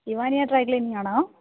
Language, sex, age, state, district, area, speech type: Malayalam, female, 45-60, Kerala, Idukki, rural, conversation